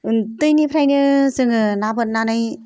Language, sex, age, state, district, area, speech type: Bodo, female, 60+, Assam, Kokrajhar, urban, spontaneous